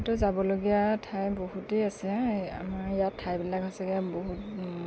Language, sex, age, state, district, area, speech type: Assamese, female, 45-60, Assam, Lakhimpur, rural, spontaneous